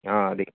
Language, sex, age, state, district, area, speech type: Telugu, male, 18-30, Andhra Pradesh, Bapatla, urban, conversation